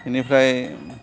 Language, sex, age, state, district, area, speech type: Bodo, male, 45-60, Assam, Kokrajhar, rural, spontaneous